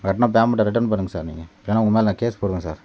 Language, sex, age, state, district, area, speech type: Tamil, male, 30-45, Tamil Nadu, Dharmapuri, rural, spontaneous